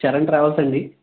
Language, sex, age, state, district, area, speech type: Telugu, male, 18-30, Andhra Pradesh, Konaseema, rural, conversation